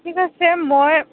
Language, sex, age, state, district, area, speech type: Assamese, female, 18-30, Assam, Morigaon, rural, conversation